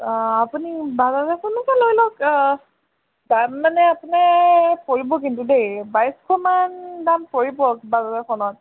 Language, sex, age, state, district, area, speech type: Assamese, female, 18-30, Assam, Golaghat, urban, conversation